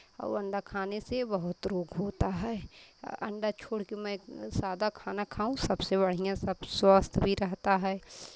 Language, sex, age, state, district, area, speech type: Hindi, female, 30-45, Uttar Pradesh, Pratapgarh, rural, spontaneous